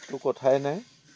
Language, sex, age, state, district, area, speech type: Assamese, male, 60+, Assam, Tinsukia, rural, spontaneous